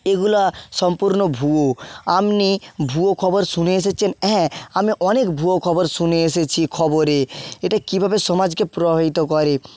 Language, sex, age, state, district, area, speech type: Bengali, male, 30-45, West Bengal, Purba Medinipur, rural, spontaneous